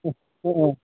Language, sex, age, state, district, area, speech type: Bodo, male, 60+, Assam, Udalguri, rural, conversation